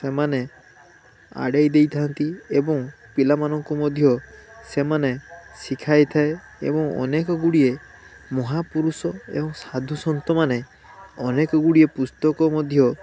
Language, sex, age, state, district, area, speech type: Odia, male, 18-30, Odisha, Balasore, rural, spontaneous